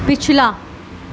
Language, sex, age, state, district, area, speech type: Urdu, female, 18-30, Uttar Pradesh, Gautam Buddha Nagar, rural, read